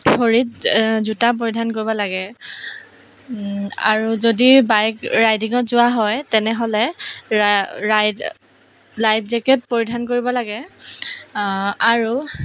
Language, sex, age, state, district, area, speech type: Assamese, female, 18-30, Assam, Jorhat, urban, spontaneous